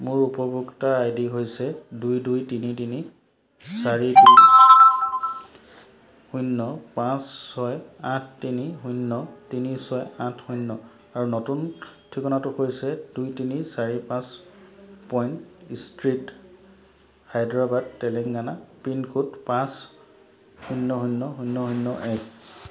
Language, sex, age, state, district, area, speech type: Assamese, male, 30-45, Assam, Charaideo, urban, read